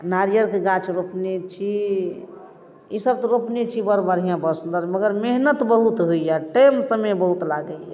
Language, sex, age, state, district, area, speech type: Maithili, female, 45-60, Bihar, Darbhanga, rural, spontaneous